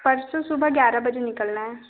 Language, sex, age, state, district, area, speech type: Hindi, female, 18-30, Madhya Pradesh, Betul, rural, conversation